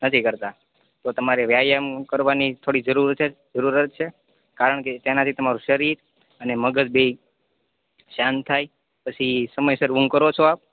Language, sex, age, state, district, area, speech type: Gujarati, male, 30-45, Gujarat, Rajkot, rural, conversation